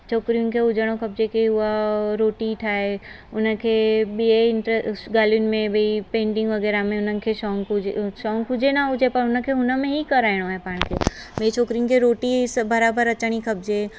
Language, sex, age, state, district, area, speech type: Sindhi, female, 30-45, Gujarat, Surat, urban, spontaneous